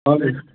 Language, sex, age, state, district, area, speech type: Kashmiri, male, 45-60, Jammu and Kashmir, Bandipora, rural, conversation